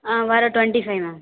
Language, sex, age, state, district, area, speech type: Tamil, female, 18-30, Tamil Nadu, Thanjavur, rural, conversation